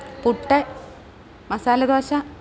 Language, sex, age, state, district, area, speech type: Malayalam, female, 45-60, Kerala, Kottayam, urban, spontaneous